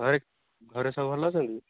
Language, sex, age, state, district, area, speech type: Odia, male, 18-30, Odisha, Jagatsinghpur, rural, conversation